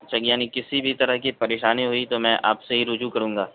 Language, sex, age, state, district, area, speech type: Urdu, male, 18-30, Uttar Pradesh, Saharanpur, urban, conversation